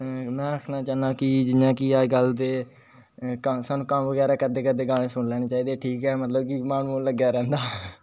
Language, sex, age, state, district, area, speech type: Dogri, male, 18-30, Jammu and Kashmir, Kathua, rural, spontaneous